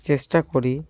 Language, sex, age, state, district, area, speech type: Bengali, male, 18-30, West Bengal, Cooch Behar, urban, spontaneous